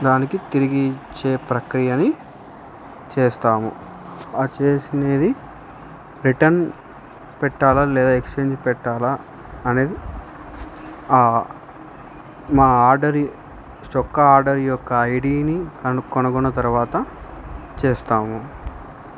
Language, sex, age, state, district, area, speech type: Telugu, male, 18-30, Andhra Pradesh, Nandyal, urban, spontaneous